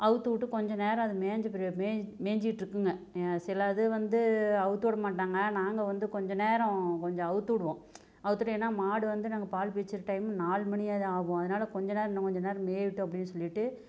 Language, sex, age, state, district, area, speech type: Tamil, female, 45-60, Tamil Nadu, Namakkal, rural, spontaneous